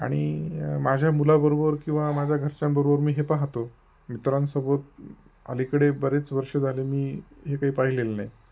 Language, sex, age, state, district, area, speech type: Marathi, male, 30-45, Maharashtra, Ahmednagar, rural, spontaneous